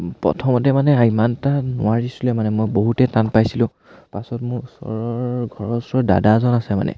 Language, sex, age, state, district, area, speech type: Assamese, male, 18-30, Assam, Sivasagar, rural, spontaneous